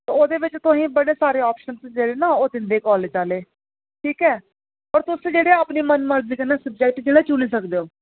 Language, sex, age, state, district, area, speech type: Dogri, female, 30-45, Jammu and Kashmir, Jammu, rural, conversation